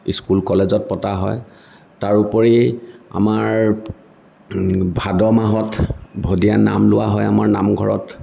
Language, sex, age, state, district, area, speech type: Assamese, male, 45-60, Assam, Lakhimpur, rural, spontaneous